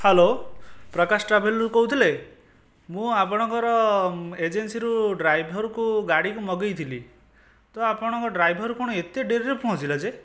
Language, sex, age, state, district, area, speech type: Odia, male, 18-30, Odisha, Jajpur, rural, spontaneous